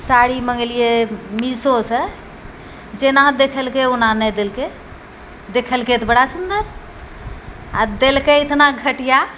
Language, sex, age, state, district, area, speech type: Maithili, female, 45-60, Bihar, Purnia, urban, spontaneous